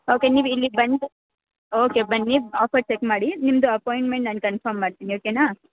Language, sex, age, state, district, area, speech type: Kannada, female, 18-30, Karnataka, Mysore, urban, conversation